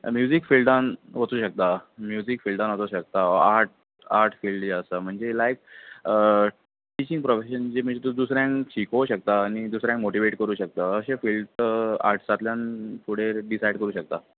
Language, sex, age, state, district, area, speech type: Goan Konkani, male, 30-45, Goa, Bardez, urban, conversation